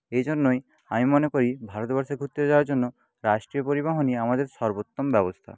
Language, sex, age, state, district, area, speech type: Bengali, male, 30-45, West Bengal, Paschim Medinipur, rural, spontaneous